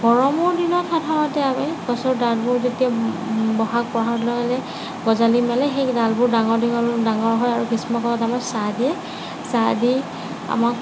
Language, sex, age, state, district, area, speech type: Assamese, female, 30-45, Assam, Nagaon, rural, spontaneous